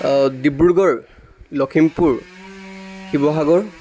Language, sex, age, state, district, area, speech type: Assamese, male, 18-30, Assam, Dibrugarh, rural, spontaneous